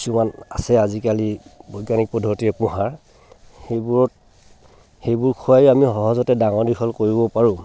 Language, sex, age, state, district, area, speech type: Assamese, male, 60+, Assam, Dhemaji, rural, spontaneous